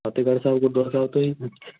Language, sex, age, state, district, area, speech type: Punjabi, male, 18-30, Punjab, Fatehgarh Sahib, rural, conversation